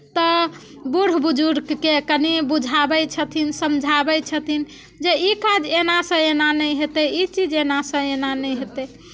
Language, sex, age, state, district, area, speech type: Maithili, female, 45-60, Bihar, Muzaffarpur, urban, spontaneous